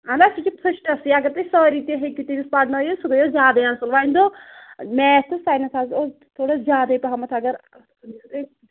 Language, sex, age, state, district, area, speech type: Kashmiri, female, 30-45, Jammu and Kashmir, Pulwama, urban, conversation